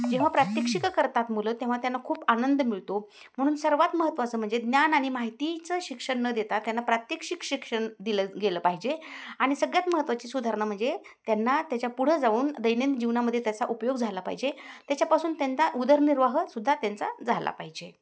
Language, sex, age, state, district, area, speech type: Marathi, female, 60+, Maharashtra, Osmanabad, rural, spontaneous